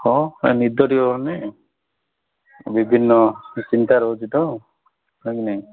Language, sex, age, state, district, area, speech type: Odia, male, 45-60, Odisha, Koraput, urban, conversation